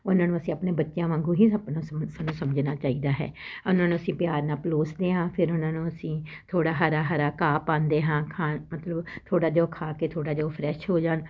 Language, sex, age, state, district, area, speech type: Punjabi, female, 45-60, Punjab, Ludhiana, urban, spontaneous